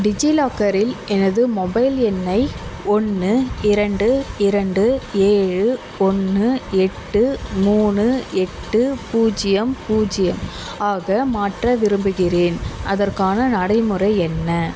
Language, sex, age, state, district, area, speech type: Tamil, female, 30-45, Tamil Nadu, Tiruvallur, urban, read